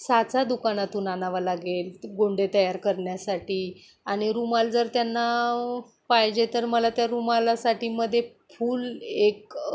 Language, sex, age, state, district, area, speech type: Marathi, female, 30-45, Maharashtra, Ratnagiri, rural, spontaneous